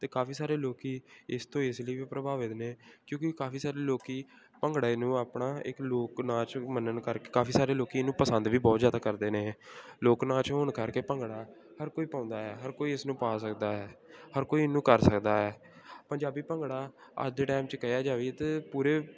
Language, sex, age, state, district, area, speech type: Punjabi, male, 18-30, Punjab, Gurdaspur, rural, spontaneous